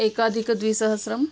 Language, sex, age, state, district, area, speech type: Sanskrit, female, 45-60, Maharashtra, Nagpur, urban, spontaneous